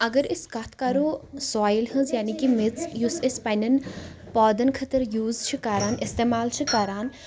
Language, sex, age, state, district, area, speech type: Kashmiri, female, 18-30, Jammu and Kashmir, Baramulla, rural, spontaneous